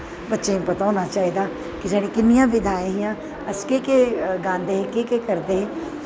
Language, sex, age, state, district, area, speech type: Dogri, female, 45-60, Jammu and Kashmir, Udhampur, urban, spontaneous